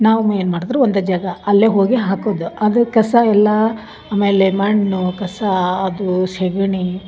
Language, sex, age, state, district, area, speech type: Kannada, female, 30-45, Karnataka, Dharwad, urban, spontaneous